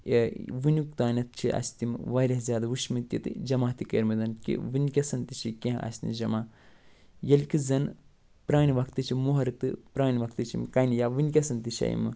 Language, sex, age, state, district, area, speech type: Kashmiri, male, 45-60, Jammu and Kashmir, Ganderbal, urban, spontaneous